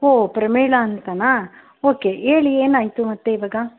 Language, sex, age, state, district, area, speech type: Kannada, female, 45-60, Karnataka, Davanagere, rural, conversation